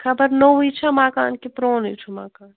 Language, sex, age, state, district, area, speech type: Kashmiri, female, 60+, Jammu and Kashmir, Srinagar, urban, conversation